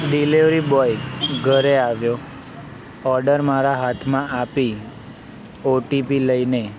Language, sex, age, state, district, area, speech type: Gujarati, male, 18-30, Gujarat, Anand, urban, spontaneous